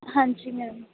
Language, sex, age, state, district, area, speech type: Punjabi, female, 18-30, Punjab, Bathinda, rural, conversation